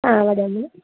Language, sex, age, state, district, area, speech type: Malayalam, female, 30-45, Kerala, Alappuzha, rural, conversation